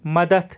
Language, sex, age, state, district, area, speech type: Kashmiri, male, 30-45, Jammu and Kashmir, Srinagar, urban, read